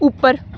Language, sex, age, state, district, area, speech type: Punjabi, female, 18-30, Punjab, Amritsar, urban, read